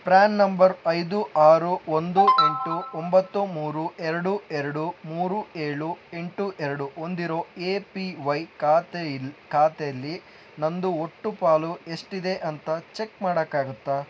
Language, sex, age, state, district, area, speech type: Kannada, male, 60+, Karnataka, Tumkur, rural, read